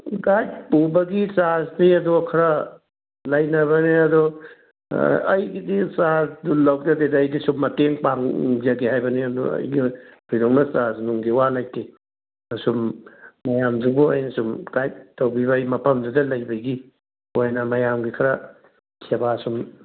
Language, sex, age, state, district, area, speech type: Manipuri, male, 45-60, Manipur, Imphal West, urban, conversation